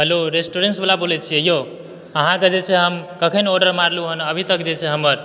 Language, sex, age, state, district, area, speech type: Maithili, male, 18-30, Bihar, Supaul, rural, spontaneous